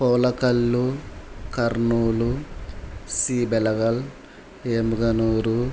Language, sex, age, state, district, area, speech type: Telugu, male, 30-45, Andhra Pradesh, Kurnool, rural, spontaneous